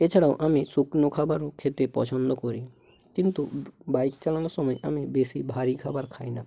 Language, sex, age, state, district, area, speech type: Bengali, male, 45-60, West Bengal, Bankura, urban, spontaneous